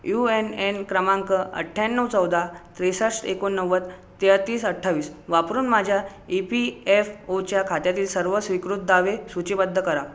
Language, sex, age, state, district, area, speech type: Marathi, male, 18-30, Maharashtra, Buldhana, urban, read